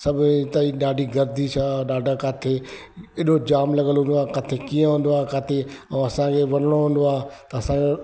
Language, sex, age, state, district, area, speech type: Sindhi, male, 30-45, Madhya Pradesh, Katni, rural, spontaneous